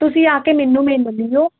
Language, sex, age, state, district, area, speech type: Punjabi, female, 18-30, Punjab, Faridkot, urban, conversation